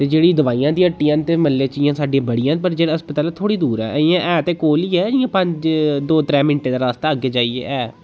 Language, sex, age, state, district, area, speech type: Dogri, male, 30-45, Jammu and Kashmir, Udhampur, rural, spontaneous